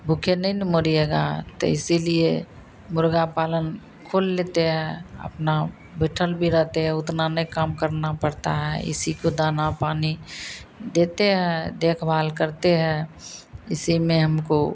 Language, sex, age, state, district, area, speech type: Hindi, female, 60+, Bihar, Madhepura, rural, spontaneous